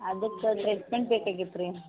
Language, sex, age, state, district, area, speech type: Kannada, female, 60+, Karnataka, Belgaum, rural, conversation